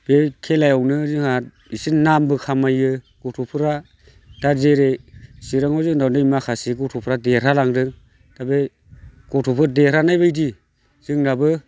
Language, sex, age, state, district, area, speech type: Bodo, male, 45-60, Assam, Chirang, rural, spontaneous